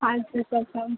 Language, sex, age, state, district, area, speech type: Marathi, female, 18-30, Maharashtra, Solapur, urban, conversation